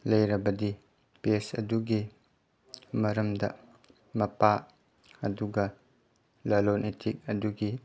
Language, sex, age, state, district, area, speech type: Manipuri, male, 18-30, Manipur, Chandel, rural, read